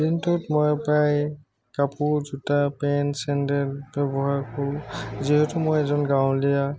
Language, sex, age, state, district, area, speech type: Assamese, male, 30-45, Assam, Tinsukia, rural, spontaneous